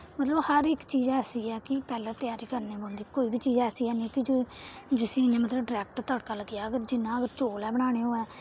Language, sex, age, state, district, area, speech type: Dogri, female, 18-30, Jammu and Kashmir, Samba, rural, spontaneous